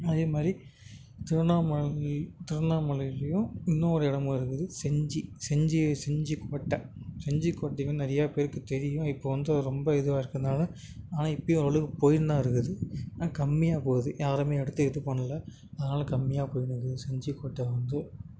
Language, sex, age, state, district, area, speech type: Tamil, male, 18-30, Tamil Nadu, Tiruvannamalai, urban, spontaneous